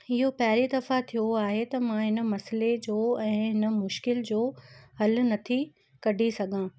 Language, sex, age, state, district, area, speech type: Sindhi, female, 18-30, Gujarat, Kutch, urban, spontaneous